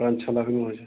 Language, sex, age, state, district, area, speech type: Hindi, male, 30-45, Uttar Pradesh, Prayagraj, rural, conversation